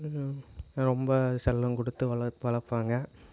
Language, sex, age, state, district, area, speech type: Tamil, male, 18-30, Tamil Nadu, Namakkal, rural, spontaneous